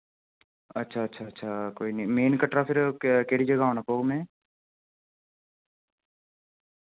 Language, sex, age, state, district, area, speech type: Dogri, male, 18-30, Jammu and Kashmir, Reasi, rural, conversation